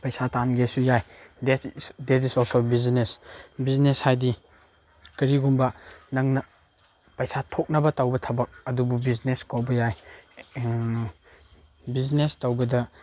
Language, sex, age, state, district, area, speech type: Manipuri, male, 18-30, Manipur, Chandel, rural, spontaneous